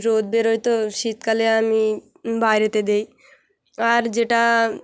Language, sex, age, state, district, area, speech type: Bengali, female, 18-30, West Bengal, Hooghly, urban, spontaneous